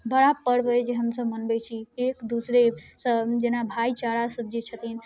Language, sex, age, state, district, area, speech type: Maithili, female, 18-30, Bihar, Muzaffarpur, rural, spontaneous